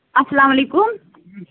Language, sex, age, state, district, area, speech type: Kashmiri, female, 18-30, Jammu and Kashmir, Pulwama, urban, conversation